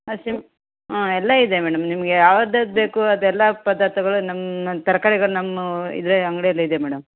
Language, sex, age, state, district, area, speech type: Kannada, female, 30-45, Karnataka, Uttara Kannada, rural, conversation